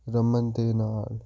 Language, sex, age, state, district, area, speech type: Punjabi, male, 18-30, Punjab, Hoshiarpur, urban, spontaneous